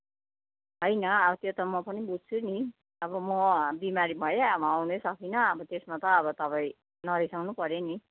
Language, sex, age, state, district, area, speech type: Nepali, female, 60+, West Bengal, Kalimpong, rural, conversation